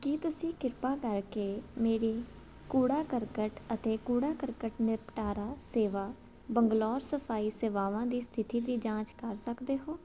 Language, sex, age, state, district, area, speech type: Punjabi, female, 18-30, Punjab, Jalandhar, urban, read